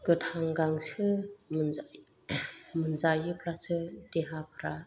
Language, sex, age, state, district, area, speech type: Bodo, female, 45-60, Assam, Chirang, rural, spontaneous